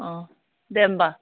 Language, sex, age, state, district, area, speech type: Bodo, female, 60+, Assam, Udalguri, urban, conversation